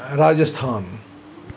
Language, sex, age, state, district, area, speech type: Sindhi, male, 60+, Maharashtra, Thane, rural, spontaneous